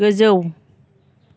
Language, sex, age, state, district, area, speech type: Bodo, female, 45-60, Assam, Chirang, rural, read